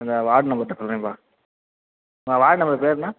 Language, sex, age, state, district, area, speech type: Tamil, male, 18-30, Tamil Nadu, Ariyalur, rural, conversation